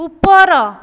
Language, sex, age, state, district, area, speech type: Odia, female, 30-45, Odisha, Jajpur, rural, read